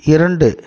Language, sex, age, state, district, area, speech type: Tamil, male, 45-60, Tamil Nadu, Viluppuram, rural, read